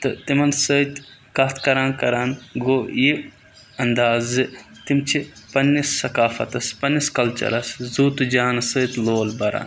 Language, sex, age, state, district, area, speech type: Kashmiri, male, 18-30, Jammu and Kashmir, Budgam, rural, spontaneous